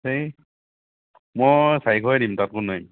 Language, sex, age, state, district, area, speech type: Assamese, male, 30-45, Assam, Dhemaji, rural, conversation